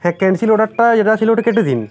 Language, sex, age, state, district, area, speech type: Bengali, male, 18-30, West Bengal, Uttar Dinajpur, rural, spontaneous